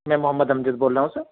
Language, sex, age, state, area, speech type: Urdu, male, 30-45, Jharkhand, urban, conversation